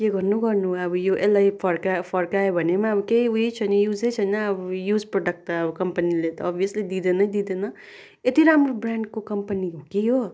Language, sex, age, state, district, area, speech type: Nepali, female, 18-30, West Bengal, Darjeeling, rural, spontaneous